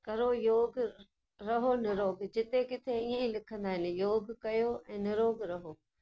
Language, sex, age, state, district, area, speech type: Sindhi, female, 60+, Gujarat, Kutch, urban, spontaneous